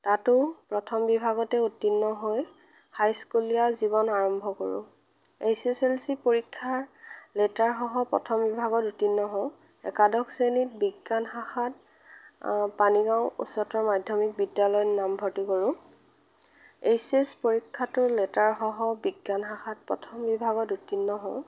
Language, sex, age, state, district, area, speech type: Assamese, female, 30-45, Assam, Lakhimpur, rural, spontaneous